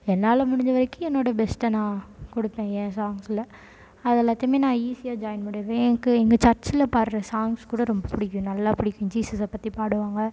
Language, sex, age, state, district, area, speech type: Tamil, female, 18-30, Tamil Nadu, Tiruchirappalli, rural, spontaneous